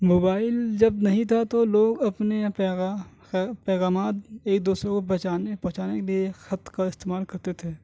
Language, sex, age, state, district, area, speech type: Urdu, male, 30-45, Delhi, Central Delhi, urban, spontaneous